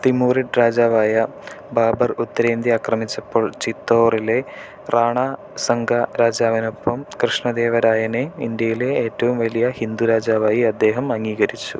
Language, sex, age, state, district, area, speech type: Malayalam, male, 18-30, Kerala, Thrissur, rural, read